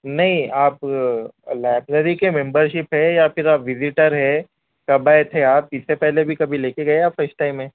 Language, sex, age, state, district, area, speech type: Urdu, male, 18-30, Telangana, Hyderabad, urban, conversation